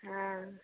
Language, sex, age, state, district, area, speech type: Maithili, female, 60+, Bihar, Saharsa, rural, conversation